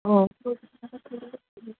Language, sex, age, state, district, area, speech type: Sindhi, female, 45-60, Delhi, South Delhi, urban, conversation